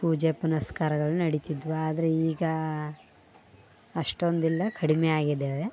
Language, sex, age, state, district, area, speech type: Kannada, female, 18-30, Karnataka, Vijayanagara, rural, spontaneous